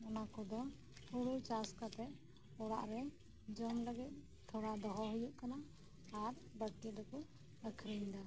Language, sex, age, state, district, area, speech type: Santali, female, 30-45, West Bengal, Birbhum, rural, spontaneous